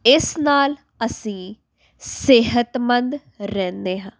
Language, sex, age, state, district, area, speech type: Punjabi, female, 18-30, Punjab, Tarn Taran, urban, spontaneous